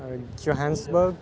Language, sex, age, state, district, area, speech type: Punjabi, male, 18-30, Punjab, Ludhiana, urban, spontaneous